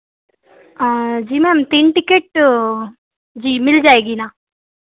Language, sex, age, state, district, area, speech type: Hindi, female, 30-45, Madhya Pradesh, Betul, rural, conversation